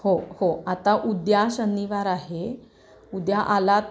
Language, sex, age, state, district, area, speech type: Marathi, female, 30-45, Maharashtra, Sangli, urban, spontaneous